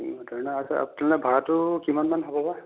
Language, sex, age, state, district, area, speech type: Assamese, female, 18-30, Assam, Sonitpur, rural, conversation